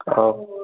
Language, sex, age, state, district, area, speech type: Odia, male, 45-60, Odisha, Koraput, urban, conversation